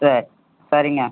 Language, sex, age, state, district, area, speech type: Tamil, female, 60+, Tamil Nadu, Cuddalore, urban, conversation